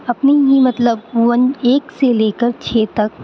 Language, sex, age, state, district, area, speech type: Urdu, female, 18-30, Uttar Pradesh, Aligarh, urban, spontaneous